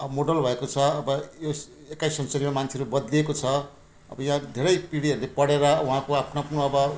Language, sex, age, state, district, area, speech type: Nepali, female, 60+, West Bengal, Jalpaiguri, rural, spontaneous